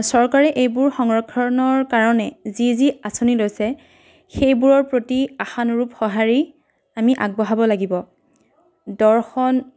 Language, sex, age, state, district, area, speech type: Assamese, female, 30-45, Assam, Dhemaji, rural, spontaneous